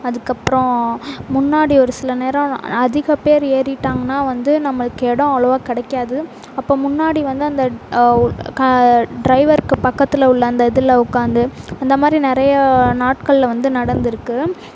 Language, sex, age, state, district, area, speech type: Tamil, female, 18-30, Tamil Nadu, Sivaganga, rural, spontaneous